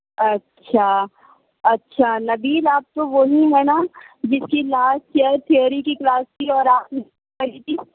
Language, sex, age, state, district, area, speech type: Urdu, male, 18-30, Delhi, Central Delhi, urban, conversation